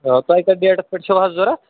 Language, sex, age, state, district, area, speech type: Kashmiri, male, 18-30, Jammu and Kashmir, Pulwama, urban, conversation